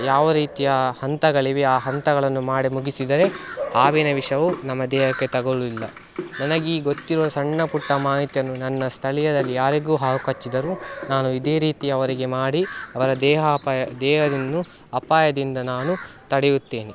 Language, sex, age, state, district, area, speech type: Kannada, male, 18-30, Karnataka, Dakshina Kannada, rural, spontaneous